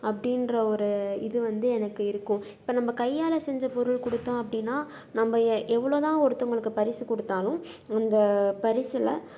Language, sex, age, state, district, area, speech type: Tamil, female, 18-30, Tamil Nadu, Salem, urban, spontaneous